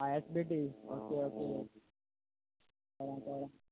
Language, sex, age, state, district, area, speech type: Goan Konkani, male, 18-30, Goa, Quepem, rural, conversation